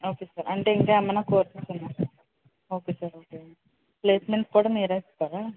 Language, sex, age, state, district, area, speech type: Telugu, female, 30-45, Andhra Pradesh, West Godavari, rural, conversation